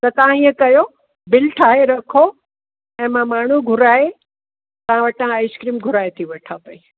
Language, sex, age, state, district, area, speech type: Sindhi, female, 60+, Gujarat, Kutch, urban, conversation